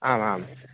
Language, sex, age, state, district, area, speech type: Sanskrit, male, 18-30, Karnataka, Shimoga, rural, conversation